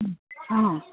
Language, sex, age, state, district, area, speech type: Assamese, female, 45-60, Assam, Sivasagar, rural, conversation